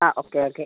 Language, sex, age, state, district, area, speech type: Malayalam, female, 30-45, Kerala, Kannur, rural, conversation